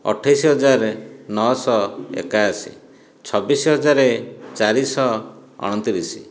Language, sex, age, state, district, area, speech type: Odia, male, 45-60, Odisha, Dhenkanal, rural, spontaneous